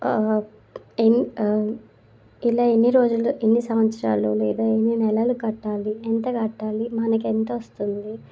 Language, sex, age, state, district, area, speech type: Telugu, female, 18-30, Telangana, Sangareddy, urban, spontaneous